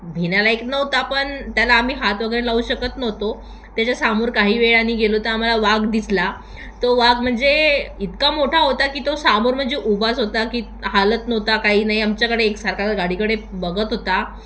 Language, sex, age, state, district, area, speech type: Marathi, female, 18-30, Maharashtra, Thane, urban, spontaneous